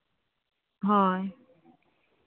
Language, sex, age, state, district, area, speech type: Santali, female, 18-30, Jharkhand, Seraikela Kharsawan, rural, conversation